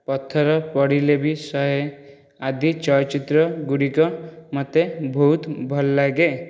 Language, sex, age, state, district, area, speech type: Odia, male, 18-30, Odisha, Jajpur, rural, spontaneous